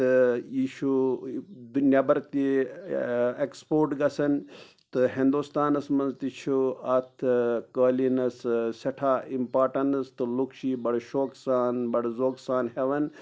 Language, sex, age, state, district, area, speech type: Kashmiri, male, 45-60, Jammu and Kashmir, Anantnag, rural, spontaneous